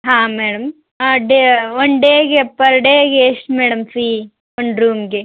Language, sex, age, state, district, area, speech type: Kannada, female, 30-45, Karnataka, Vijayanagara, rural, conversation